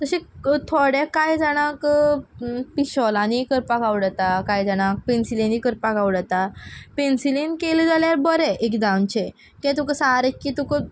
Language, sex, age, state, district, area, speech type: Goan Konkani, female, 18-30, Goa, Quepem, rural, spontaneous